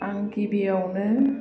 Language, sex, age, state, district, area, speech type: Bodo, female, 45-60, Assam, Baksa, rural, spontaneous